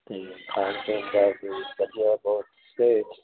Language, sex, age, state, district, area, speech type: Punjabi, male, 60+, Punjab, Fazilka, rural, conversation